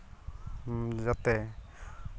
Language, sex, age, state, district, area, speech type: Santali, male, 18-30, West Bengal, Purulia, rural, spontaneous